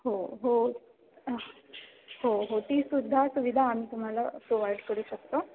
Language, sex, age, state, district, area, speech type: Marathi, female, 18-30, Maharashtra, Ratnagiri, rural, conversation